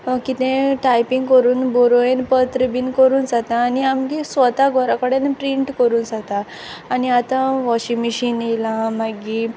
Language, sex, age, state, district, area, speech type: Goan Konkani, female, 18-30, Goa, Quepem, rural, spontaneous